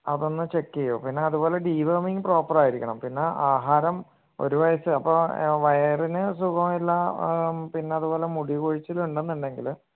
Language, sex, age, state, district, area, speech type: Malayalam, male, 45-60, Kerala, Wayanad, rural, conversation